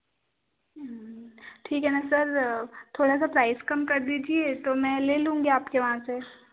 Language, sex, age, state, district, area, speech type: Hindi, female, 18-30, Madhya Pradesh, Betul, rural, conversation